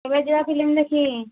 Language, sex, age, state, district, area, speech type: Odia, female, 60+, Odisha, Angul, rural, conversation